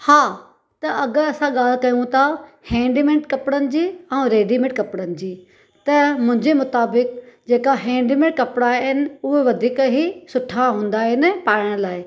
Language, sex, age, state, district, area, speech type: Sindhi, female, 30-45, Maharashtra, Thane, urban, spontaneous